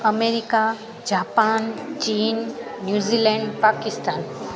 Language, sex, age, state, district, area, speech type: Sindhi, female, 30-45, Gujarat, Junagadh, urban, spontaneous